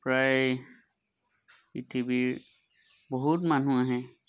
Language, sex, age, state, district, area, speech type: Assamese, male, 30-45, Assam, Majuli, urban, spontaneous